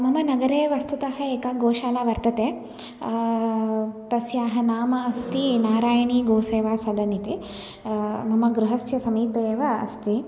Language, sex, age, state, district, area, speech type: Sanskrit, female, 18-30, Telangana, Ranga Reddy, urban, spontaneous